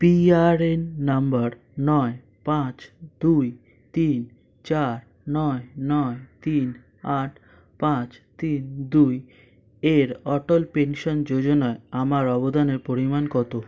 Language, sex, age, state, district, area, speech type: Bengali, male, 18-30, West Bengal, Kolkata, urban, read